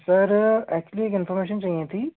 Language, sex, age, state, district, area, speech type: Hindi, male, 18-30, Madhya Pradesh, Seoni, urban, conversation